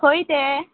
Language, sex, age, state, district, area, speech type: Goan Konkani, female, 18-30, Goa, Ponda, rural, conversation